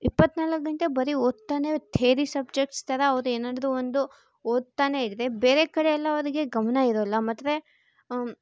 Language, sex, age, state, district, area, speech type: Kannada, female, 18-30, Karnataka, Chitradurga, urban, spontaneous